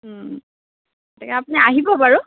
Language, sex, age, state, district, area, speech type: Assamese, female, 30-45, Assam, Darrang, rural, conversation